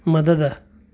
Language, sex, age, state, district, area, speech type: Sindhi, male, 30-45, Maharashtra, Thane, urban, read